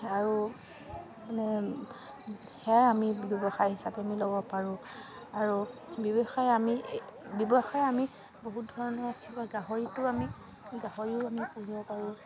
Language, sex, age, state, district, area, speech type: Assamese, female, 45-60, Assam, Dibrugarh, rural, spontaneous